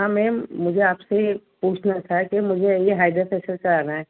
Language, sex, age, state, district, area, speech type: Urdu, female, 60+, Delhi, North East Delhi, urban, conversation